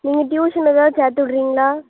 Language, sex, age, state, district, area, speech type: Tamil, female, 18-30, Tamil Nadu, Thoothukudi, urban, conversation